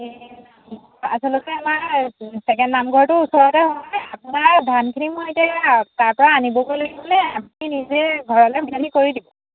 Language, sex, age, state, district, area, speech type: Assamese, female, 18-30, Assam, Majuli, urban, conversation